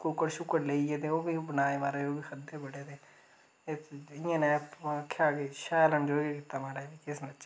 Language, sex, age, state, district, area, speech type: Dogri, male, 18-30, Jammu and Kashmir, Reasi, rural, spontaneous